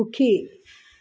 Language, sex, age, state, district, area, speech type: Assamese, female, 45-60, Assam, Sivasagar, rural, read